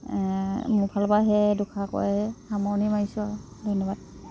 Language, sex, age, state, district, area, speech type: Assamese, female, 60+, Assam, Dhemaji, rural, spontaneous